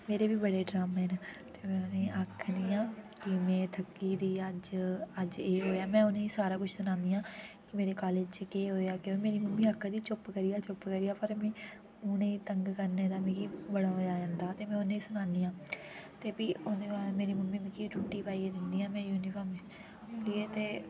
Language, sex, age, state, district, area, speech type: Dogri, female, 18-30, Jammu and Kashmir, Udhampur, urban, spontaneous